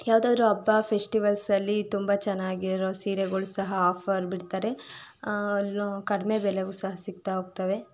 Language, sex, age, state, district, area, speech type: Kannada, female, 30-45, Karnataka, Tumkur, rural, spontaneous